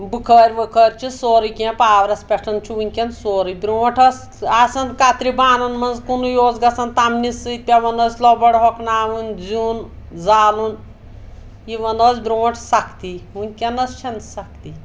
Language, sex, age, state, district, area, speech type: Kashmiri, female, 60+, Jammu and Kashmir, Anantnag, rural, spontaneous